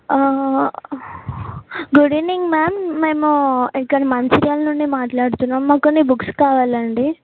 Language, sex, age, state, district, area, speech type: Telugu, female, 18-30, Telangana, Yadadri Bhuvanagiri, urban, conversation